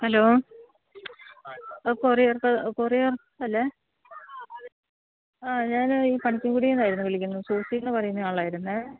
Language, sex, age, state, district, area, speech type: Malayalam, female, 60+, Kerala, Idukki, rural, conversation